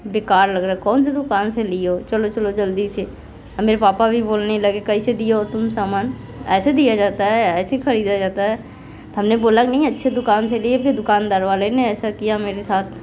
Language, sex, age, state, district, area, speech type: Hindi, female, 45-60, Uttar Pradesh, Mirzapur, urban, spontaneous